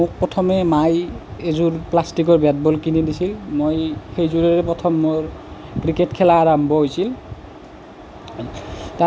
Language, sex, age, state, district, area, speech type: Assamese, male, 18-30, Assam, Nalbari, rural, spontaneous